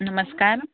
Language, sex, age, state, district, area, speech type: Marathi, female, 30-45, Maharashtra, Hingoli, urban, conversation